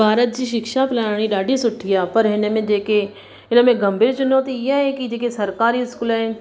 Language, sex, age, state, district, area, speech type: Sindhi, female, 30-45, Gujarat, Surat, urban, spontaneous